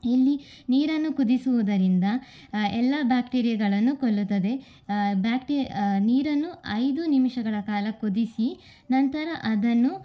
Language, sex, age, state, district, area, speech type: Kannada, female, 18-30, Karnataka, Udupi, urban, spontaneous